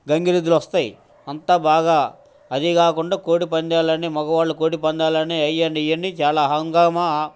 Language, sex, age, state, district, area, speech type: Telugu, male, 60+, Andhra Pradesh, Guntur, urban, spontaneous